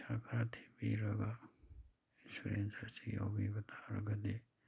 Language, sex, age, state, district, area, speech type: Manipuri, male, 30-45, Manipur, Kakching, rural, spontaneous